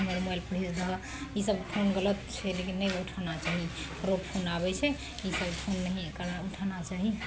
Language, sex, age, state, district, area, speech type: Maithili, female, 30-45, Bihar, Araria, rural, spontaneous